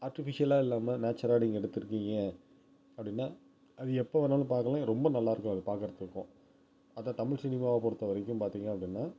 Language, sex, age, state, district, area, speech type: Tamil, male, 18-30, Tamil Nadu, Ariyalur, rural, spontaneous